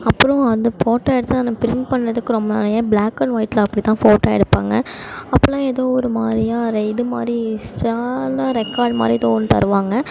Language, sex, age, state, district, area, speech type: Tamil, female, 18-30, Tamil Nadu, Mayiladuthurai, urban, spontaneous